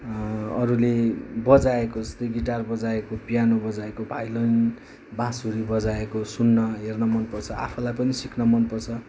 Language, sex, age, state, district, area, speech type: Nepali, male, 30-45, West Bengal, Darjeeling, rural, spontaneous